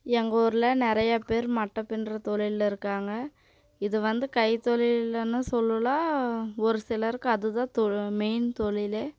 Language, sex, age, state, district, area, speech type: Tamil, female, 18-30, Tamil Nadu, Coimbatore, rural, spontaneous